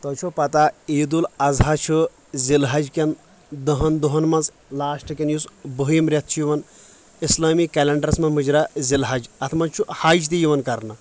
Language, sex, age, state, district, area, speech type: Kashmiri, male, 30-45, Jammu and Kashmir, Kulgam, rural, spontaneous